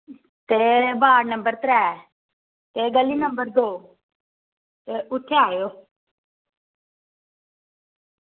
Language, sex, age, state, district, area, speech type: Dogri, female, 30-45, Jammu and Kashmir, Samba, rural, conversation